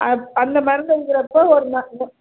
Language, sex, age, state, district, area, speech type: Tamil, female, 30-45, Tamil Nadu, Namakkal, rural, conversation